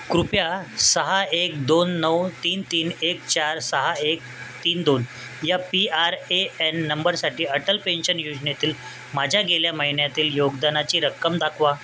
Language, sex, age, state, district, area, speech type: Marathi, male, 30-45, Maharashtra, Mumbai Suburban, urban, read